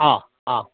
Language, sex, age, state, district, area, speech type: Assamese, male, 60+, Assam, Udalguri, rural, conversation